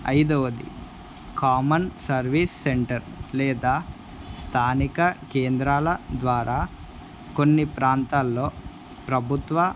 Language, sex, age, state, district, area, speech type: Telugu, male, 18-30, Andhra Pradesh, Kadapa, urban, spontaneous